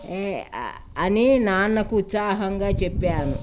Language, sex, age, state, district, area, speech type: Telugu, female, 60+, Telangana, Ranga Reddy, rural, spontaneous